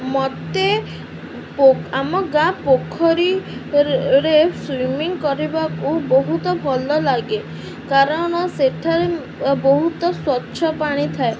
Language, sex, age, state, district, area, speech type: Odia, female, 18-30, Odisha, Sundergarh, urban, spontaneous